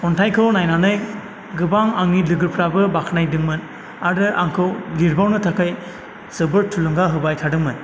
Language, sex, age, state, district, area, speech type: Bodo, male, 30-45, Assam, Chirang, rural, spontaneous